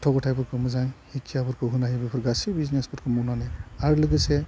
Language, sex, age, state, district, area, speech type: Bodo, male, 30-45, Assam, Udalguri, urban, spontaneous